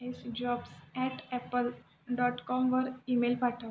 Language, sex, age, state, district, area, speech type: Marathi, male, 18-30, Maharashtra, Buldhana, urban, read